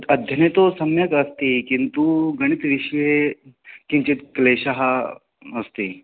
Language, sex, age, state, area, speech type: Sanskrit, male, 18-30, Haryana, rural, conversation